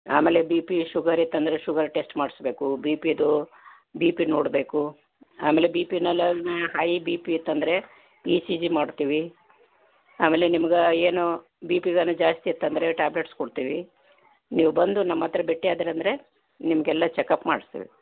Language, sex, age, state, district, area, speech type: Kannada, female, 60+, Karnataka, Gulbarga, urban, conversation